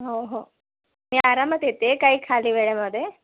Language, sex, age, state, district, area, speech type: Marathi, female, 60+, Maharashtra, Nagpur, urban, conversation